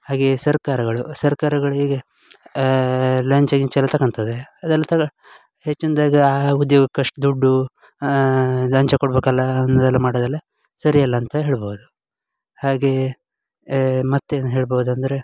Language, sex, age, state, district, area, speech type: Kannada, male, 18-30, Karnataka, Uttara Kannada, rural, spontaneous